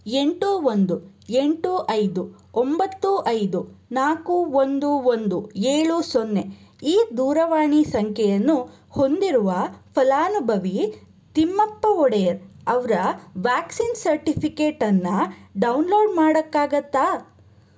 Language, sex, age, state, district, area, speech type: Kannada, female, 30-45, Karnataka, Chikkaballapur, urban, read